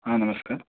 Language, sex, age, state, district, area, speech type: Marathi, male, 30-45, Maharashtra, Sangli, urban, conversation